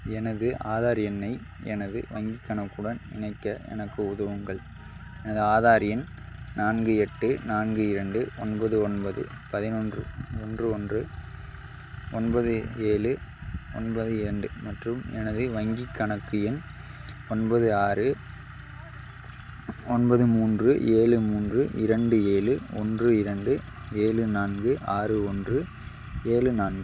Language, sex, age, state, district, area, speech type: Tamil, male, 18-30, Tamil Nadu, Madurai, urban, read